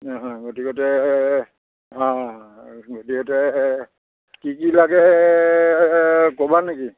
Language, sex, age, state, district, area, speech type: Assamese, male, 60+, Assam, Majuli, urban, conversation